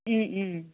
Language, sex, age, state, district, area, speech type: Assamese, female, 45-60, Assam, Charaideo, urban, conversation